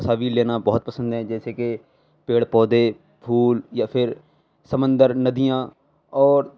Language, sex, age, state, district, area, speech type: Urdu, male, 18-30, Delhi, East Delhi, urban, spontaneous